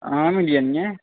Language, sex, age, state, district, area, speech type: Dogri, male, 18-30, Jammu and Kashmir, Kathua, rural, conversation